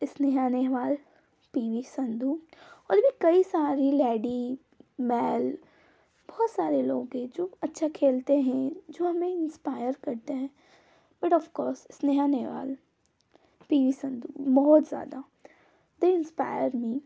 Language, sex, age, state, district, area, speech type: Hindi, female, 18-30, Madhya Pradesh, Ujjain, urban, spontaneous